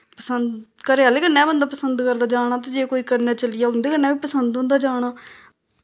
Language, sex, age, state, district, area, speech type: Dogri, female, 30-45, Jammu and Kashmir, Samba, rural, spontaneous